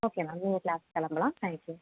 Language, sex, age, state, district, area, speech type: Tamil, female, 18-30, Tamil Nadu, Tiruvallur, urban, conversation